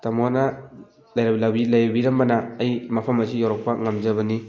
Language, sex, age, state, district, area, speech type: Manipuri, male, 18-30, Manipur, Thoubal, rural, spontaneous